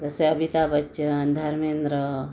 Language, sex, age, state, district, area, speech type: Marathi, female, 30-45, Maharashtra, Amravati, urban, spontaneous